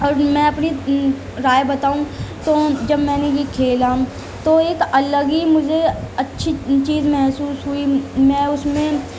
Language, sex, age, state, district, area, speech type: Urdu, female, 18-30, Delhi, Central Delhi, urban, spontaneous